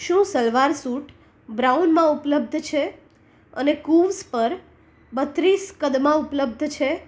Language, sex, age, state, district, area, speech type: Gujarati, female, 30-45, Gujarat, Anand, urban, read